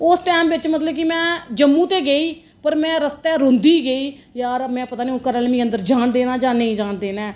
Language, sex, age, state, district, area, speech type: Dogri, female, 30-45, Jammu and Kashmir, Reasi, urban, spontaneous